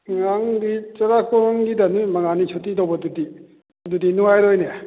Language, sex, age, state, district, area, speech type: Manipuri, male, 45-60, Manipur, Kakching, rural, conversation